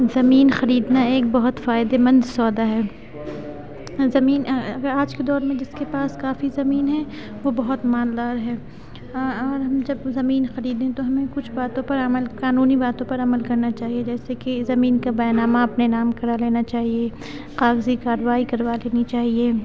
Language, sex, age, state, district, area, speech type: Urdu, female, 30-45, Uttar Pradesh, Aligarh, urban, spontaneous